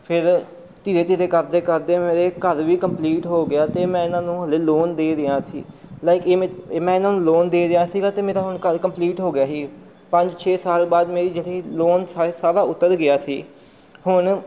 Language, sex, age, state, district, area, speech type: Punjabi, male, 30-45, Punjab, Amritsar, urban, spontaneous